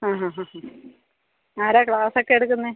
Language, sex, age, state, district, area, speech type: Malayalam, female, 45-60, Kerala, Kollam, rural, conversation